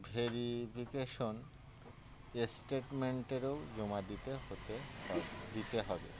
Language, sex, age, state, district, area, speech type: Bengali, male, 60+, West Bengal, Birbhum, urban, read